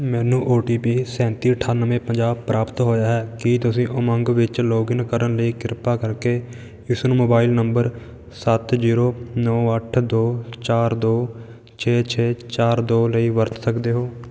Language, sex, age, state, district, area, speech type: Punjabi, male, 18-30, Punjab, Fatehgarh Sahib, rural, read